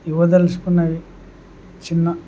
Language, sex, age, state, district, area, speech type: Telugu, male, 18-30, Andhra Pradesh, Kurnool, urban, spontaneous